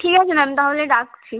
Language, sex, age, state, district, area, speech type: Bengali, female, 18-30, West Bengal, Uttar Dinajpur, urban, conversation